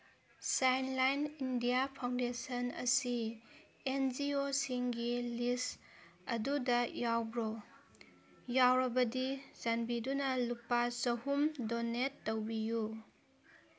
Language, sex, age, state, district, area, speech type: Manipuri, female, 30-45, Manipur, Senapati, rural, read